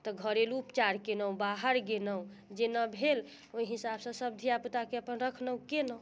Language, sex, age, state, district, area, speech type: Maithili, female, 30-45, Bihar, Muzaffarpur, rural, spontaneous